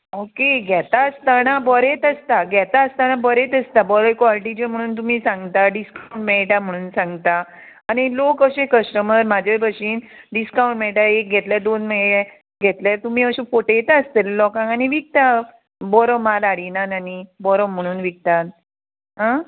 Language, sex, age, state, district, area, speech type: Goan Konkani, female, 45-60, Goa, Murmgao, rural, conversation